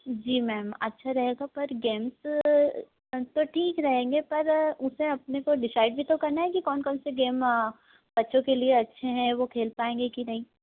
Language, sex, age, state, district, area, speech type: Hindi, female, 18-30, Madhya Pradesh, Harda, urban, conversation